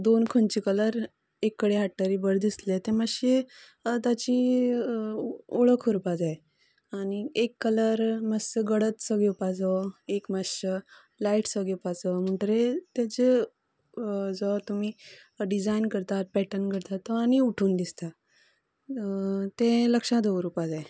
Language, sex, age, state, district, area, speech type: Goan Konkani, female, 30-45, Goa, Canacona, rural, spontaneous